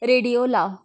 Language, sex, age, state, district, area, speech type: Marathi, female, 30-45, Maharashtra, Osmanabad, rural, read